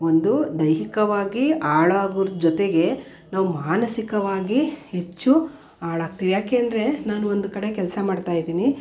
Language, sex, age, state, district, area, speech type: Kannada, female, 45-60, Karnataka, Mysore, urban, spontaneous